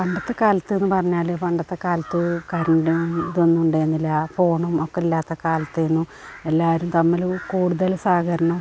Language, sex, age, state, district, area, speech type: Malayalam, female, 45-60, Kerala, Malappuram, rural, spontaneous